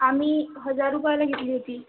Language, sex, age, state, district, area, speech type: Marathi, female, 18-30, Maharashtra, Amravati, urban, conversation